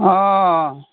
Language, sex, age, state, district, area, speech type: Assamese, male, 60+, Assam, Dhemaji, rural, conversation